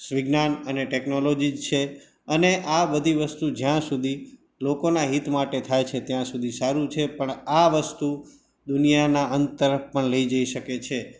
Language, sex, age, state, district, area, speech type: Gujarati, male, 45-60, Gujarat, Morbi, rural, spontaneous